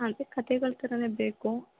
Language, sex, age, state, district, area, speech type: Kannada, female, 18-30, Karnataka, Hassan, rural, conversation